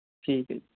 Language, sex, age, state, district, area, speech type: Punjabi, male, 18-30, Punjab, Mohali, urban, conversation